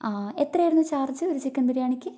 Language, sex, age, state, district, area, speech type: Malayalam, female, 18-30, Kerala, Wayanad, rural, spontaneous